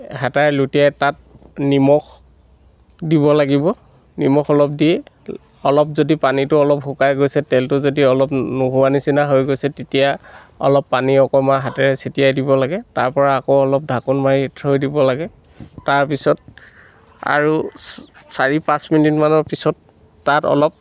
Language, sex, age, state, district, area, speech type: Assamese, male, 60+, Assam, Dhemaji, rural, spontaneous